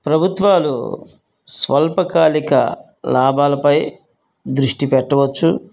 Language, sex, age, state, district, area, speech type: Telugu, male, 45-60, Andhra Pradesh, Guntur, rural, spontaneous